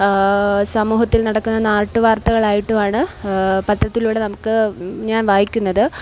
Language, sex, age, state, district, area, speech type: Malayalam, female, 18-30, Kerala, Kollam, rural, spontaneous